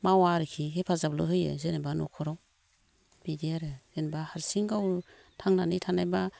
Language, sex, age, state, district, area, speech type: Bodo, female, 45-60, Assam, Baksa, rural, spontaneous